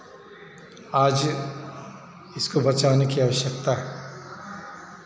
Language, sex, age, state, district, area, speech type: Hindi, male, 45-60, Bihar, Begusarai, rural, spontaneous